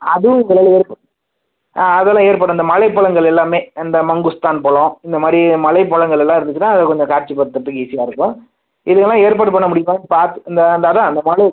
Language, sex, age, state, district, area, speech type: Tamil, male, 18-30, Tamil Nadu, Pudukkottai, rural, conversation